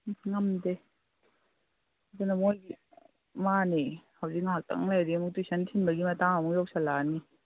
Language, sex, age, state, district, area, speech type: Manipuri, female, 45-60, Manipur, Imphal East, rural, conversation